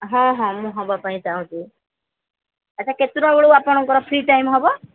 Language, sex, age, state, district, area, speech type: Odia, female, 45-60, Odisha, Sundergarh, rural, conversation